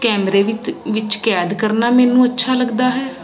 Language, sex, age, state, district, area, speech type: Punjabi, female, 30-45, Punjab, Ludhiana, urban, spontaneous